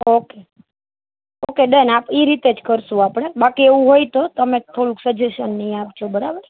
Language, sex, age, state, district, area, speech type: Gujarati, female, 30-45, Gujarat, Rajkot, urban, conversation